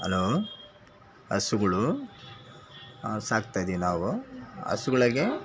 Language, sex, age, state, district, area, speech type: Kannada, male, 60+, Karnataka, Bangalore Rural, rural, spontaneous